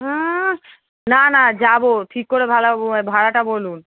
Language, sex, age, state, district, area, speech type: Bengali, female, 18-30, West Bengal, Darjeeling, rural, conversation